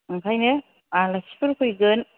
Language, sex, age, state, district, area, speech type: Bodo, female, 30-45, Assam, Kokrajhar, rural, conversation